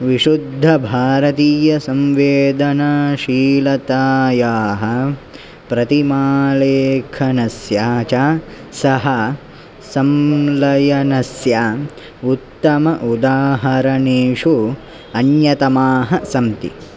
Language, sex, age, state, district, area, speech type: Sanskrit, male, 18-30, Karnataka, Dakshina Kannada, rural, spontaneous